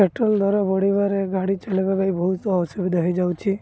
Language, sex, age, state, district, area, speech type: Odia, male, 30-45, Odisha, Malkangiri, urban, spontaneous